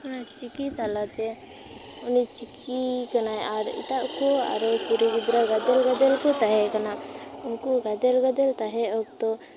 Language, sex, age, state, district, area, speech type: Santali, female, 18-30, West Bengal, Purba Medinipur, rural, spontaneous